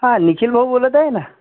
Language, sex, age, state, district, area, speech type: Marathi, male, 30-45, Maharashtra, Washim, urban, conversation